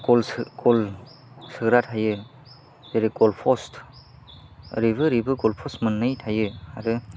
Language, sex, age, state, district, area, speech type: Bodo, male, 18-30, Assam, Chirang, urban, spontaneous